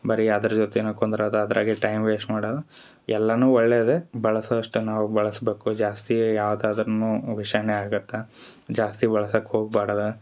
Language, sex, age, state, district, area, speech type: Kannada, male, 30-45, Karnataka, Gulbarga, rural, spontaneous